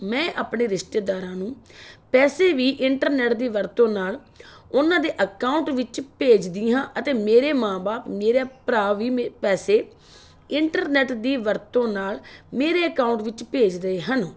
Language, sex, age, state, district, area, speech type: Punjabi, female, 45-60, Punjab, Fatehgarh Sahib, rural, spontaneous